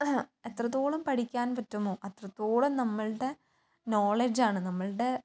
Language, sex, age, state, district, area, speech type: Malayalam, female, 18-30, Kerala, Kannur, urban, spontaneous